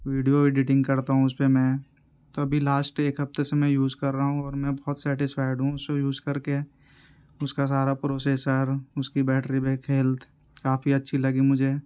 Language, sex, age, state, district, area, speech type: Urdu, male, 18-30, Uttar Pradesh, Ghaziabad, urban, spontaneous